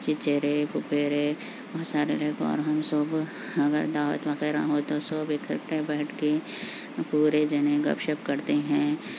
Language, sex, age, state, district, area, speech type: Urdu, female, 60+, Telangana, Hyderabad, urban, spontaneous